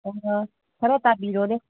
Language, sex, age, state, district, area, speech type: Manipuri, female, 30-45, Manipur, Kangpokpi, urban, conversation